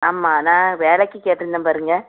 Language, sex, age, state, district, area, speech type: Tamil, female, 45-60, Tamil Nadu, Thoothukudi, urban, conversation